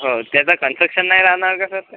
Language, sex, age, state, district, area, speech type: Marathi, male, 18-30, Maharashtra, Washim, rural, conversation